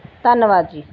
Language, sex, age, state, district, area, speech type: Punjabi, female, 45-60, Punjab, Rupnagar, rural, spontaneous